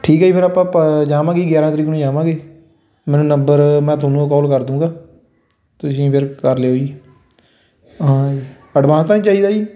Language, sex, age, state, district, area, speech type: Punjabi, male, 18-30, Punjab, Fatehgarh Sahib, rural, spontaneous